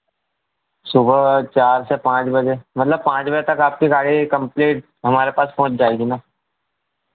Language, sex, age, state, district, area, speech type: Hindi, male, 30-45, Madhya Pradesh, Harda, urban, conversation